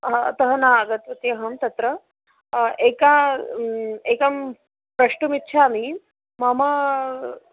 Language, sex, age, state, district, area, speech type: Sanskrit, female, 30-45, Maharashtra, Nagpur, urban, conversation